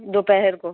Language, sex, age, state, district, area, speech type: Urdu, female, 30-45, Delhi, East Delhi, urban, conversation